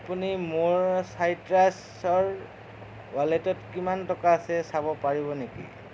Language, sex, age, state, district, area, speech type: Assamese, male, 30-45, Assam, Darrang, rural, read